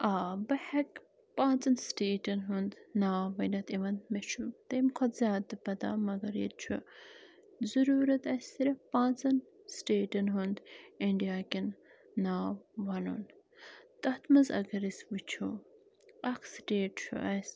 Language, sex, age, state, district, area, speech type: Kashmiri, female, 18-30, Jammu and Kashmir, Anantnag, rural, spontaneous